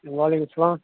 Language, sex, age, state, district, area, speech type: Kashmiri, male, 30-45, Jammu and Kashmir, Srinagar, urban, conversation